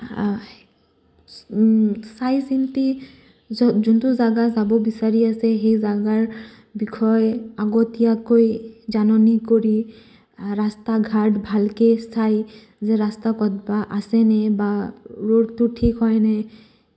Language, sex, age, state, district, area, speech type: Assamese, female, 18-30, Assam, Kamrup Metropolitan, urban, spontaneous